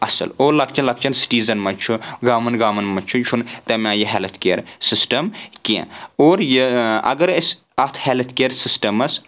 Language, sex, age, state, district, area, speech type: Kashmiri, male, 30-45, Jammu and Kashmir, Anantnag, rural, spontaneous